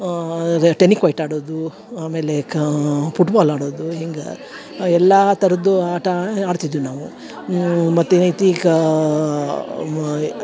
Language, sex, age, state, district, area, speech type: Kannada, female, 60+, Karnataka, Dharwad, rural, spontaneous